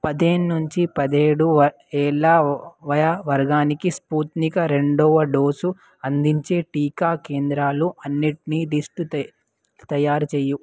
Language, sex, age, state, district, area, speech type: Telugu, male, 18-30, Telangana, Nalgonda, urban, read